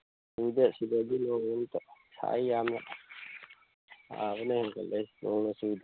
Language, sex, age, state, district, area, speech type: Manipuri, male, 30-45, Manipur, Thoubal, rural, conversation